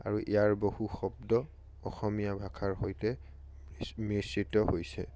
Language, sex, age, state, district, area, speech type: Assamese, male, 18-30, Assam, Charaideo, urban, spontaneous